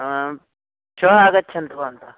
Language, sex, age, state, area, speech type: Sanskrit, male, 18-30, Chhattisgarh, urban, conversation